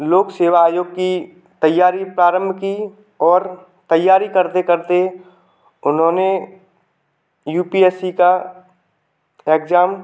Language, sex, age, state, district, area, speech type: Hindi, male, 18-30, Madhya Pradesh, Gwalior, urban, spontaneous